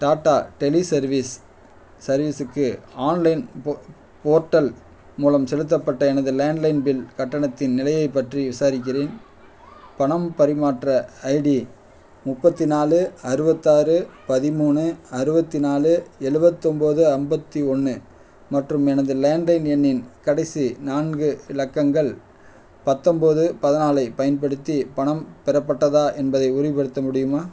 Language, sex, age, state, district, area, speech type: Tamil, male, 45-60, Tamil Nadu, Perambalur, rural, read